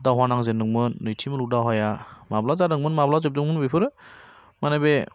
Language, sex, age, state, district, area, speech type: Bodo, male, 18-30, Assam, Baksa, rural, spontaneous